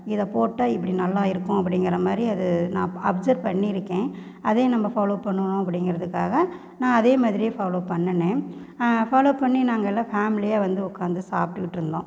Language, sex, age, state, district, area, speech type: Tamil, female, 30-45, Tamil Nadu, Namakkal, rural, spontaneous